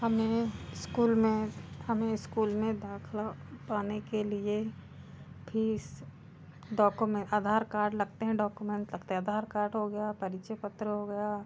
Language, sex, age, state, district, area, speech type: Hindi, female, 30-45, Madhya Pradesh, Seoni, urban, spontaneous